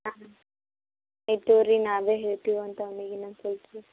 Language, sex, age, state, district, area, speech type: Kannada, female, 18-30, Karnataka, Gulbarga, rural, conversation